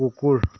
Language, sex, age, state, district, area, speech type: Assamese, male, 30-45, Assam, Dhemaji, rural, read